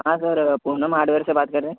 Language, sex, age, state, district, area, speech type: Marathi, male, 18-30, Maharashtra, Thane, urban, conversation